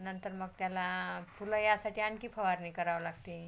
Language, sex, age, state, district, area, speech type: Marathi, female, 45-60, Maharashtra, Washim, rural, spontaneous